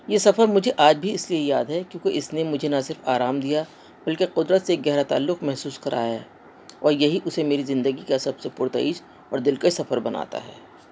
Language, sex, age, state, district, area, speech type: Urdu, female, 60+, Delhi, North East Delhi, urban, spontaneous